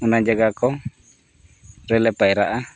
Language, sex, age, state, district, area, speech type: Santali, male, 45-60, Odisha, Mayurbhanj, rural, spontaneous